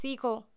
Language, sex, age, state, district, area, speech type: Hindi, female, 18-30, Madhya Pradesh, Hoshangabad, urban, read